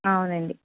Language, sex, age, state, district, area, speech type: Telugu, female, 18-30, Andhra Pradesh, East Godavari, rural, conversation